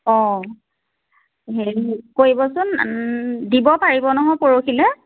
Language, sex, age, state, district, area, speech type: Assamese, female, 30-45, Assam, Majuli, urban, conversation